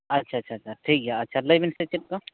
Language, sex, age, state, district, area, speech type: Santali, male, 30-45, Jharkhand, East Singhbhum, rural, conversation